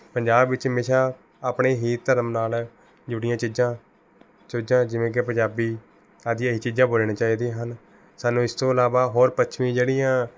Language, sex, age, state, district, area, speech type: Punjabi, male, 18-30, Punjab, Rupnagar, urban, spontaneous